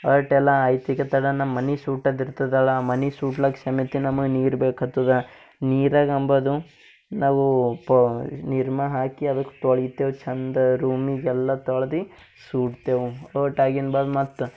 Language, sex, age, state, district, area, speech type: Kannada, male, 18-30, Karnataka, Bidar, urban, spontaneous